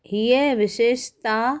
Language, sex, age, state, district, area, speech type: Sindhi, female, 45-60, Gujarat, Kutch, urban, spontaneous